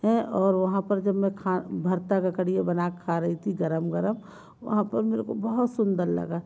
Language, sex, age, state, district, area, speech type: Hindi, female, 45-60, Madhya Pradesh, Jabalpur, urban, spontaneous